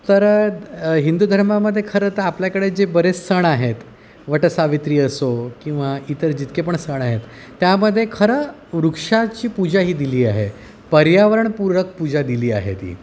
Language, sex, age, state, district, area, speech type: Marathi, male, 30-45, Maharashtra, Yavatmal, urban, spontaneous